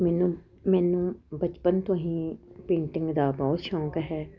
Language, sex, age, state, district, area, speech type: Punjabi, female, 45-60, Punjab, Ludhiana, urban, spontaneous